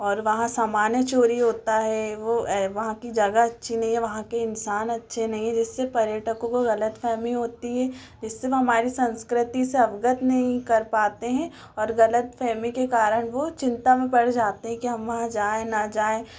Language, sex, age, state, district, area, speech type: Hindi, female, 18-30, Madhya Pradesh, Chhindwara, urban, spontaneous